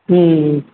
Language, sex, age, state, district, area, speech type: Tamil, male, 18-30, Tamil Nadu, Kallakurichi, rural, conversation